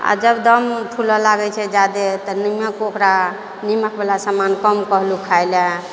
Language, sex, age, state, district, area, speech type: Maithili, female, 45-60, Bihar, Purnia, rural, spontaneous